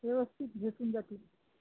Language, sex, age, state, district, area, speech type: Marathi, female, 30-45, Maharashtra, Washim, rural, conversation